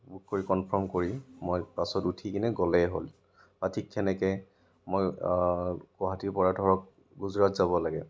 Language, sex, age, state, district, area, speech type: Assamese, male, 30-45, Assam, Kamrup Metropolitan, rural, spontaneous